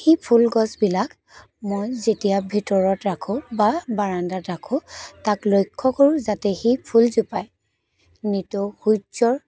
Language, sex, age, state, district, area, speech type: Assamese, female, 30-45, Assam, Dibrugarh, rural, spontaneous